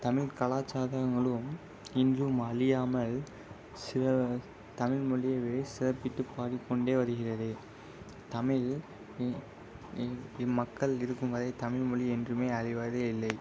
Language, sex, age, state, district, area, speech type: Tamil, male, 18-30, Tamil Nadu, Virudhunagar, urban, spontaneous